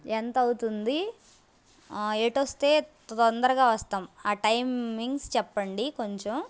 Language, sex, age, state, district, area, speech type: Telugu, female, 18-30, Andhra Pradesh, Bapatla, urban, spontaneous